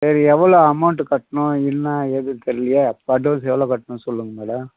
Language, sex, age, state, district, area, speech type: Tamil, male, 60+, Tamil Nadu, Mayiladuthurai, rural, conversation